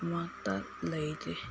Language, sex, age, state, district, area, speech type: Manipuri, female, 30-45, Manipur, Senapati, rural, spontaneous